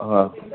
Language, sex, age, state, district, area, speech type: Sindhi, male, 45-60, Delhi, South Delhi, urban, conversation